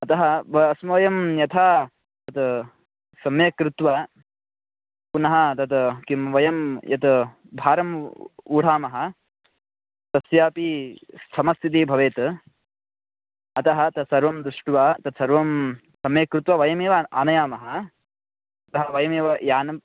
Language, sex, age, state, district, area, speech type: Sanskrit, male, 18-30, Karnataka, Chikkamagaluru, rural, conversation